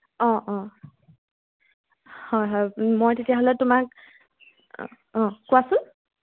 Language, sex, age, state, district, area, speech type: Assamese, female, 18-30, Assam, Jorhat, urban, conversation